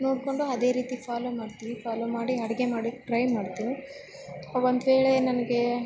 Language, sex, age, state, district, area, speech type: Kannada, female, 18-30, Karnataka, Bellary, rural, spontaneous